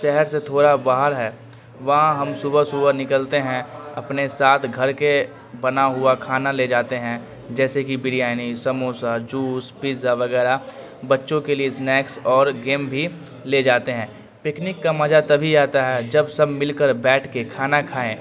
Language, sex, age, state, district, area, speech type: Urdu, male, 18-30, Bihar, Darbhanga, urban, spontaneous